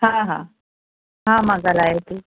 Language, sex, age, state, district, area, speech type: Sindhi, female, 45-60, Delhi, South Delhi, urban, conversation